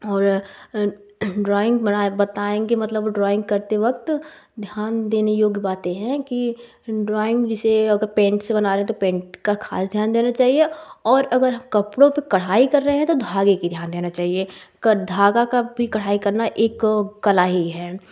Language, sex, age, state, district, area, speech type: Hindi, female, 18-30, Uttar Pradesh, Jaunpur, urban, spontaneous